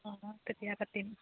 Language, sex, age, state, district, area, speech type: Assamese, female, 30-45, Assam, Jorhat, urban, conversation